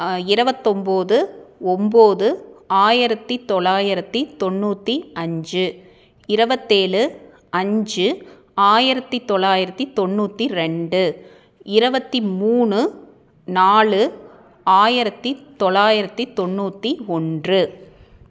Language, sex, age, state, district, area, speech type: Tamil, female, 30-45, Tamil Nadu, Tiruppur, urban, spontaneous